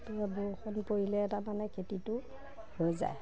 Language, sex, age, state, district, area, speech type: Assamese, female, 30-45, Assam, Nagaon, rural, spontaneous